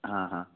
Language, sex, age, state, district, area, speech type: Hindi, male, 18-30, Madhya Pradesh, Jabalpur, urban, conversation